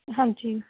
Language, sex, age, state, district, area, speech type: Punjabi, female, 18-30, Punjab, Shaheed Bhagat Singh Nagar, urban, conversation